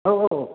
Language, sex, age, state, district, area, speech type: Bodo, male, 30-45, Assam, Chirang, urban, conversation